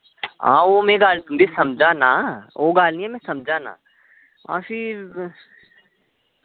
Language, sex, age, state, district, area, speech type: Dogri, male, 18-30, Jammu and Kashmir, Reasi, rural, conversation